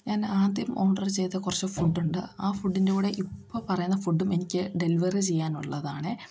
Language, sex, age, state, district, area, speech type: Malayalam, female, 18-30, Kerala, Idukki, rural, spontaneous